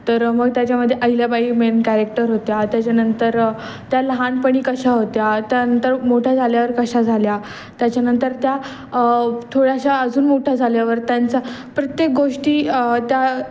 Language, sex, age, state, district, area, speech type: Marathi, female, 18-30, Maharashtra, Pune, urban, spontaneous